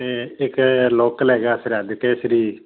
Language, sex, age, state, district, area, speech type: Punjabi, male, 45-60, Punjab, Fazilka, rural, conversation